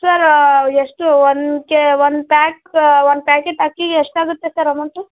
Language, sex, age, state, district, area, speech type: Kannada, female, 18-30, Karnataka, Vijayanagara, rural, conversation